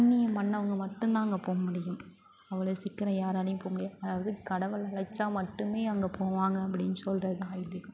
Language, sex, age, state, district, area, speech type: Tamil, female, 18-30, Tamil Nadu, Thanjavur, rural, spontaneous